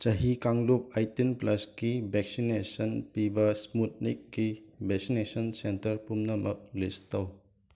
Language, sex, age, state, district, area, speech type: Manipuri, male, 18-30, Manipur, Imphal West, urban, read